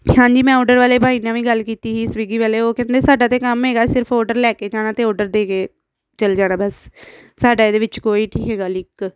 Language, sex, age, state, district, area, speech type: Punjabi, female, 30-45, Punjab, Amritsar, urban, spontaneous